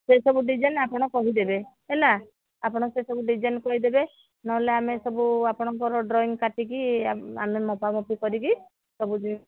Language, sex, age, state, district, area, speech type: Odia, female, 60+, Odisha, Sundergarh, rural, conversation